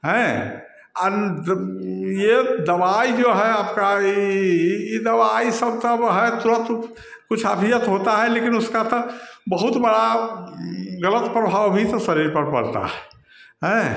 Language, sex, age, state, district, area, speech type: Hindi, male, 60+, Bihar, Samastipur, rural, spontaneous